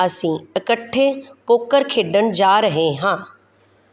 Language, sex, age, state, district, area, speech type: Punjabi, female, 45-60, Punjab, Kapurthala, rural, read